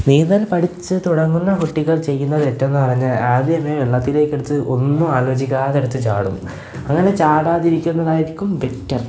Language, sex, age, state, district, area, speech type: Malayalam, male, 18-30, Kerala, Kollam, rural, spontaneous